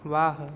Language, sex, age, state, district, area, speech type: Hindi, male, 30-45, Uttar Pradesh, Azamgarh, rural, read